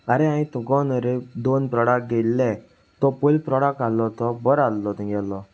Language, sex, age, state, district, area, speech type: Goan Konkani, male, 18-30, Goa, Salcete, rural, spontaneous